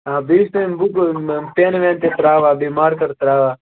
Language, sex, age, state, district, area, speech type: Kashmiri, male, 30-45, Jammu and Kashmir, Baramulla, rural, conversation